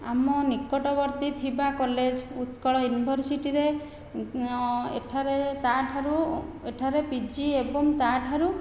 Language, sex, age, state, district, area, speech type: Odia, female, 45-60, Odisha, Khordha, rural, spontaneous